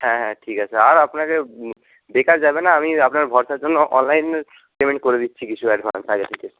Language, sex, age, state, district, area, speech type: Bengali, male, 60+, West Bengal, Jhargram, rural, conversation